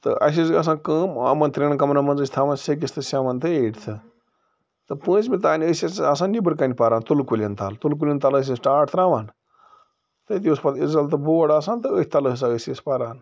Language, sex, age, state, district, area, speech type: Kashmiri, male, 45-60, Jammu and Kashmir, Bandipora, rural, spontaneous